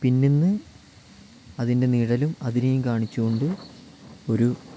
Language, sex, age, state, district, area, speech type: Malayalam, male, 18-30, Kerala, Wayanad, rural, spontaneous